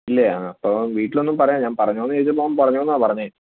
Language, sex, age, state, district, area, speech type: Malayalam, male, 18-30, Kerala, Idukki, urban, conversation